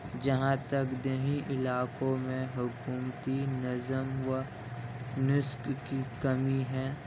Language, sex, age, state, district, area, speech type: Urdu, male, 18-30, Delhi, Central Delhi, urban, spontaneous